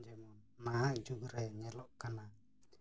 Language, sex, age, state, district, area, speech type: Santali, male, 30-45, Jharkhand, East Singhbhum, rural, spontaneous